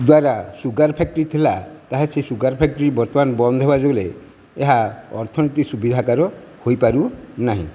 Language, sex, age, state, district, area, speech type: Odia, male, 60+, Odisha, Nayagarh, rural, spontaneous